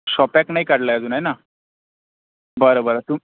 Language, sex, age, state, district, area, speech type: Marathi, male, 45-60, Maharashtra, Akola, urban, conversation